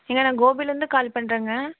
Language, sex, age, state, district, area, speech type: Tamil, female, 18-30, Tamil Nadu, Erode, rural, conversation